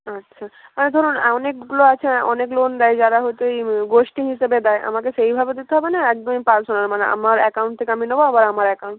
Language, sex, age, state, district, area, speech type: Bengali, female, 18-30, West Bengal, North 24 Parganas, rural, conversation